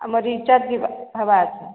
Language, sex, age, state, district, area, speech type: Odia, female, 45-60, Odisha, Sambalpur, rural, conversation